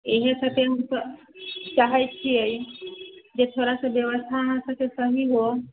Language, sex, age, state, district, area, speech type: Maithili, female, 30-45, Bihar, Muzaffarpur, urban, conversation